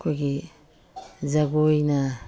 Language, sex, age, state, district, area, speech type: Manipuri, female, 60+, Manipur, Imphal East, rural, spontaneous